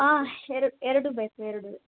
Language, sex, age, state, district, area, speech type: Kannada, female, 18-30, Karnataka, Chamarajanagar, rural, conversation